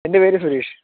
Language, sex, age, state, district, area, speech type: Malayalam, male, 30-45, Kerala, Palakkad, rural, conversation